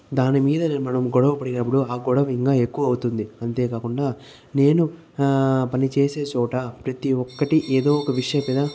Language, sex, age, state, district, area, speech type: Telugu, male, 30-45, Andhra Pradesh, Chittoor, rural, spontaneous